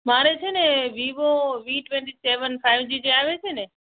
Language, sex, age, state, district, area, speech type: Gujarati, male, 18-30, Gujarat, Kutch, rural, conversation